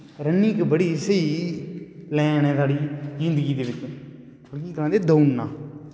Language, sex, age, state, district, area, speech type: Dogri, male, 18-30, Jammu and Kashmir, Udhampur, rural, spontaneous